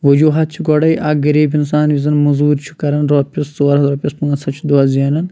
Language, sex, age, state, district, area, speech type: Kashmiri, male, 30-45, Jammu and Kashmir, Shopian, rural, spontaneous